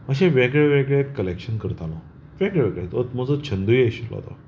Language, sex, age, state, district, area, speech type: Goan Konkani, male, 45-60, Goa, Bardez, urban, spontaneous